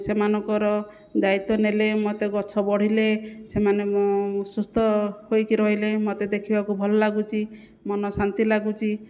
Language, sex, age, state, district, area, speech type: Odia, female, 45-60, Odisha, Jajpur, rural, spontaneous